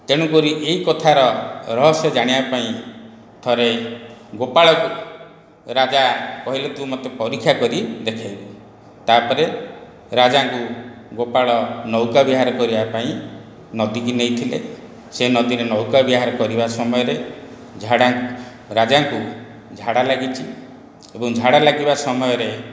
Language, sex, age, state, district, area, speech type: Odia, male, 60+, Odisha, Khordha, rural, spontaneous